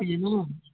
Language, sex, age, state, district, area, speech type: Hindi, female, 60+, Uttar Pradesh, Mau, rural, conversation